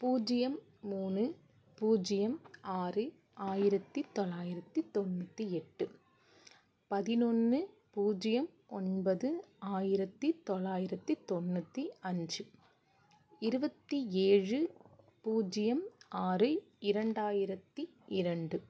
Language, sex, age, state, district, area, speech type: Tamil, female, 18-30, Tamil Nadu, Nagapattinam, rural, spontaneous